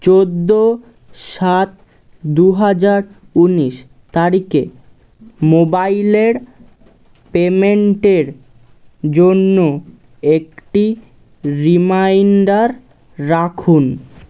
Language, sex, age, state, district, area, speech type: Bengali, male, 18-30, West Bengal, Birbhum, urban, read